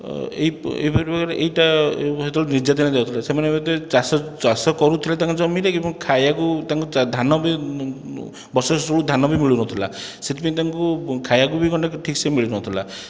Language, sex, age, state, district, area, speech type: Odia, male, 30-45, Odisha, Khordha, rural, spontaneous